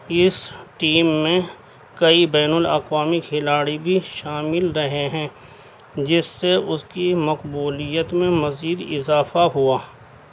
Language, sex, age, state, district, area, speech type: Urdu, male, 60+, Delhi, North East Delhi, urban, spontaneous